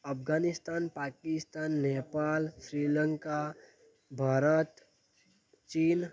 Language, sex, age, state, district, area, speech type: Gujarati, male, 18-30, Gujarat, Anand, rural, spontaneous